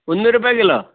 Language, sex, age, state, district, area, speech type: Kannada, male, 45-60, Karnataka, Uttara Kannada, rural, conversation